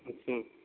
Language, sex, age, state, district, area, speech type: Urdu, male, 60+, Delhi, North East Delhi, urban, conversation